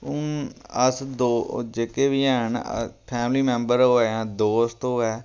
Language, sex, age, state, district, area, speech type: Dogri, male, 30-45, Jammu and Kashmir, Reasi, rural, spontaneous